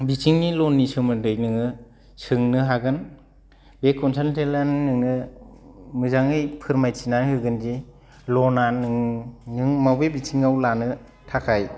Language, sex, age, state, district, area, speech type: Bodo, male, 30-45, Assam, Kokrajhar, rural, spontaneous